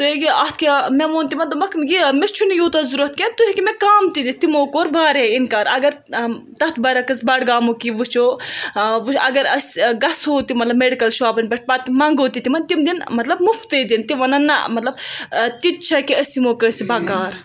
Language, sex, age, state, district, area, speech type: Kashmiri, female, 18-30, Jammu and Kashmir, Budgam, rural, spontaneous